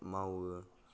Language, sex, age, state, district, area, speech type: Bodo, male, 18-30, Assam, Kokrajhar, rural, spontaneous